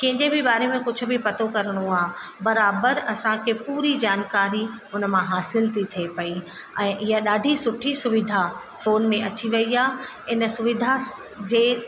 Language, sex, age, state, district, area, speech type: Sindhi, female, 30-45, Madhya Pradesh, Katni, urban, spontaneous